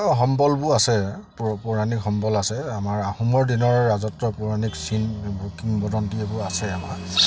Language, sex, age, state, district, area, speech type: Assamese, male, 45-60, Assam, Charaideo, rural, spontaneous